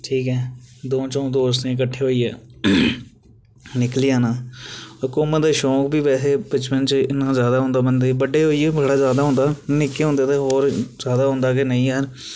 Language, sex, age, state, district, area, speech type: Dogri, male, 18-30, Jammu and Kashmir, Reasi, rural, spontaneous